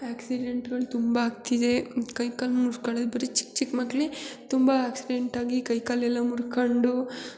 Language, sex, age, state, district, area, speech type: Kannada, female, 30-45, Karnataka, Hassan, urban, spontaneous